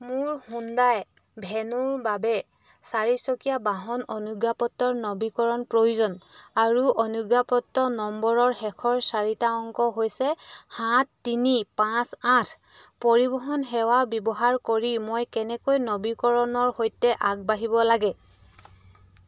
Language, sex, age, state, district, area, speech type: Assamese, female, 45-60, Assam, Charaideo, rural, read